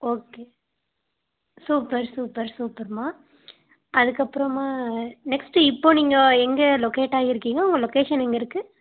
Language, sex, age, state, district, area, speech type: Tamil, female, 18-30, Tamil Nadu, Tirunelveli, urban, conversation